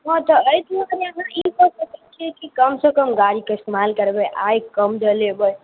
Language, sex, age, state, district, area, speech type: Maithili, male, 18-30, Bihar, Muzaffarpur, urban, conversation